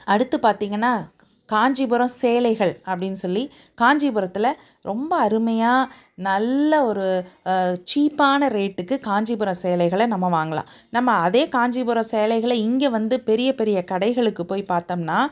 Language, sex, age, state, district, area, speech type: Tamil, female, 45-60, Tamil Nadu, Tiruppur, urban, spontaneous